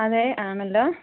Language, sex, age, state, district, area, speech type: Malayalam, female, 18-30, Kerala, Thiruvananthapuram, rural, conversation